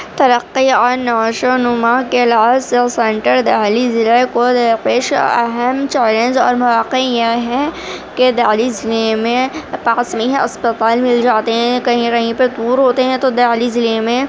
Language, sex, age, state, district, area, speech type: Urdu, female, 30-45, Delhi, Central Delhi, rural, spontaneous